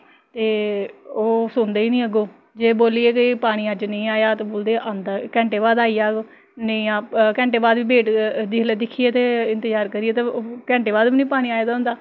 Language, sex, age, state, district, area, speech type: Dogri, female, 30-45, Jammu and Kashmir, Samba, rural, spontaneous